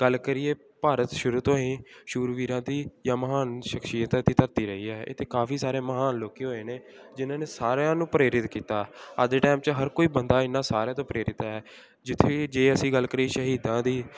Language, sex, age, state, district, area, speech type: Punjabi, male, 18-30, Punjab, Gurdaspur, rural, spontaneous